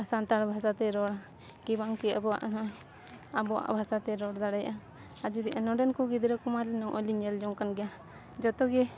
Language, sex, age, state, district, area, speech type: Santali, female, 30-45, Jharkhand, Bokaro, rural, spontaneous